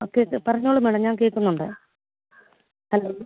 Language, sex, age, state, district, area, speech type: Malayalam, female, 45-60, Kerala, Pathanamthitta, rural, conversation